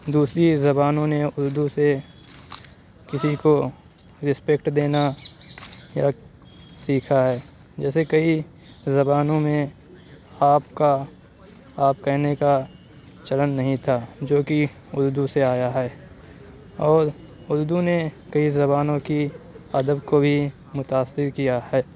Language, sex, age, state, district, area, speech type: Urdu, male, 45-60, Uttar Pradesh, Aligarh, rural, spontaneous